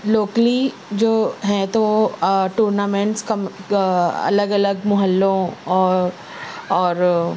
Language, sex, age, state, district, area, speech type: Urdu, female, 30-45, Maharashtra, Nashik, urban, spontaneous